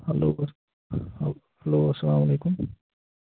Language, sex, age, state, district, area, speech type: Kashmiri, male, 18-30, Jammu and Kashmir, Pulwama, urban, conversation